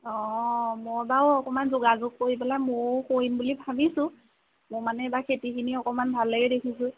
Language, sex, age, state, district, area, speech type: Assamese, female, 18-30, Assam, Majuli, urban, conversation